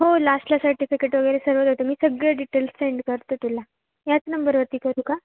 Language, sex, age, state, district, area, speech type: Marathi, female, 18-30, Maharashtra, Ahmednagar, rural, conversation